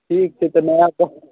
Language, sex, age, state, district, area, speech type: Maithili, male, 30-45, Bihar, Muzaffarpur, urban, conversation